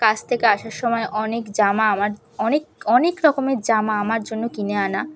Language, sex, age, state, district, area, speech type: Bengali, female, 18-30, West Bengal, South 24 Parganas, rural, spontaneous